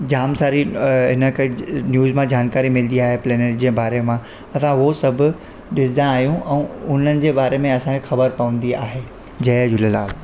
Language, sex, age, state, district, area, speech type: Sindhi, male, 18-30, Gujarat, Surat, urban, spontaneous